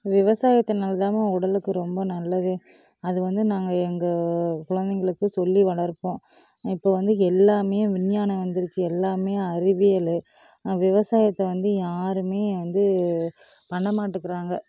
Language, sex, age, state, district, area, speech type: Tamil, female, 30-45, Tamil Nadu, Namakkal, rural, spontaneous